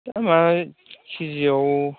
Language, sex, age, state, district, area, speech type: Bodo, male, 45-60, Assam, Kokrajhar, urban, conversation